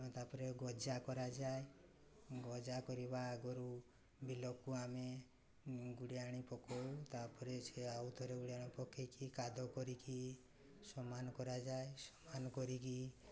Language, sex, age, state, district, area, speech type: Odia, male, 45-60, Odisha, Mayurbhanj, rural, spontaneous